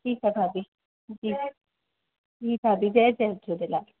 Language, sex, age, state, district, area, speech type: Sindhi, female, 45-60, Uttar Pradesh, Lucknow, urban, conversation